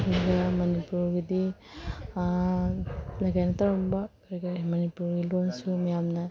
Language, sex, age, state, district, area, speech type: Manipuri, female, 30-45, Manipur, Imphal East, rural, spontaneous